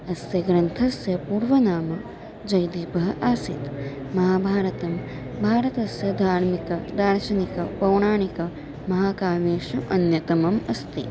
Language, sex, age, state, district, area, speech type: Sanskrit, female, 18-30, Maharashtra, Chandrapur, urban, spontaneous